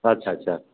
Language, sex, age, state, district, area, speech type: Maithili, male, 30-45, Bihar, Begusarai, urban, conversation